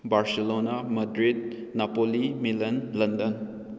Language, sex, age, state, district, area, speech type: Manipuri, male, 18-30, Manipur, Kakching, rural, spontaneous